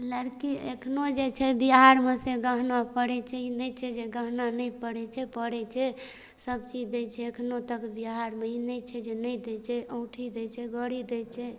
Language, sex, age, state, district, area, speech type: Maithili, female, 30-45, Bihar, Darbhanga, urban, spontaneous